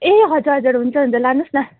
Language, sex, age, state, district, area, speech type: Nepali, female, 45-60, West Bengal, Darjeeling, rural, conversation